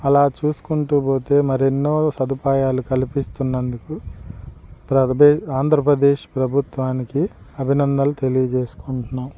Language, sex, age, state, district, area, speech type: Telugu, male, 45-60, Andhra Pradesh, Guntur, rural, spontaneous